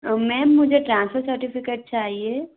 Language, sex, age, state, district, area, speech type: Hindi, female, 18-30, Madhya Pradesh, Bhopal, urban, conversation